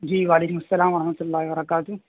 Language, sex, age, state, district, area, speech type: Urdu, male, 18-30, Uttar Pradesh, Saharanpur, urban, conversation